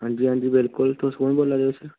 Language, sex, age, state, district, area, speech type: Dogri, male, 18-30, Jammu and Kashmir, Udhampur, rural, conversation